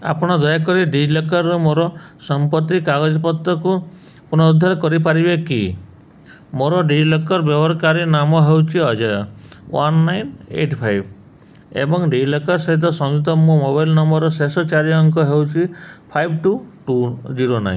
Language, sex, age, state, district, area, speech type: Odia, male, 30-45, Odisha, Subarnapur, urban, read